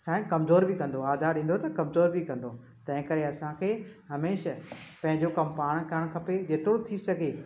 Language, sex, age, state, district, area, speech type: Sindhi, female, 60+, Maharashtra, Thane, urban, spontaneous